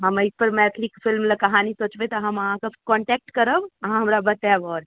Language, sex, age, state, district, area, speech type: Maithili, female, 18-30, Bihar, Darbhanga, rural, conversation